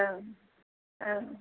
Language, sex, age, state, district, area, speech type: Bodo, female, 45-60, Assam, Kokrajhar, rural, conversation